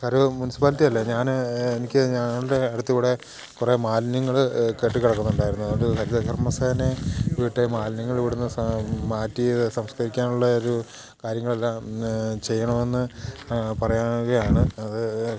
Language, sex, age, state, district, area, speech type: Malayalam, male, 45-60, Kerala, Idukki, rural, spontaneous